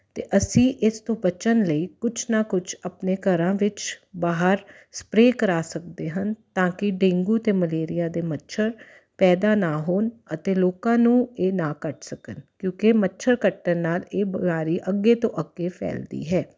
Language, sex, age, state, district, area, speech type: Punjabi, female, 30-45, Punjab, Jalandhar, urban, spontaneous